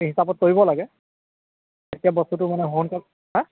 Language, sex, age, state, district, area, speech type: Assamese, male, 30-45, Assam, Tinsukia, rural, conversation